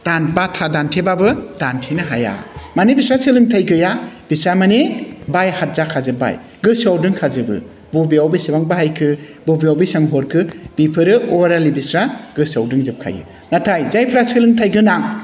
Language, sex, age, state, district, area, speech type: Bodo, male, 45-60, Assam, Udalguri, urban, spontaneous